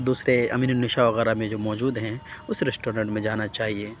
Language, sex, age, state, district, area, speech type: Urdu, male, 30-45, Uttar Pradesh, Aligarh, rural, spontaneous